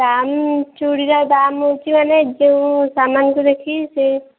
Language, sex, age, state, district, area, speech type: Odia, female, 18-30, Odisha, Koraput, urban, conversation